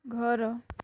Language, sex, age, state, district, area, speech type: Odia, female, 18-30, Odisha, Bargarh, rural, read